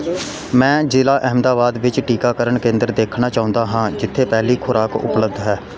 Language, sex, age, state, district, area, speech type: Punjabi, male, 30-45, Punjab, Pathankot, rural, read